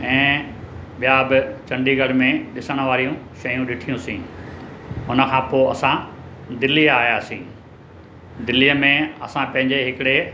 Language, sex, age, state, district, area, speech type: Sindhi, male, 60+, Maharashtra, Mumbai Suburban, urban, spontaneous